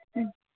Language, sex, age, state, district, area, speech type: Kannada, female, 30-45, Karnataka, Dakshina Kannada, rural, conversation